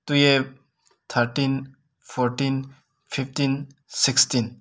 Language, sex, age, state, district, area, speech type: Manipuri, male, 18-30, Manipur, Imphal West, rural, spontaneous